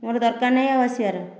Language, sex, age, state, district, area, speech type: Odia, female, 60+, Odisha, Dhenkanal, rural, spontaneous